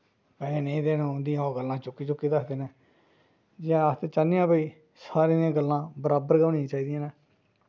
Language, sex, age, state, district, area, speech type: Dogri, male, 45-60, Jammu and Kashmir, Jammu, rural, spontaneous